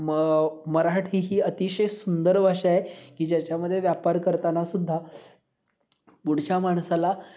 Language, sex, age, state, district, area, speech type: Marathi, male, 18-30, Maharashtra, Sangli, urban, spontaneous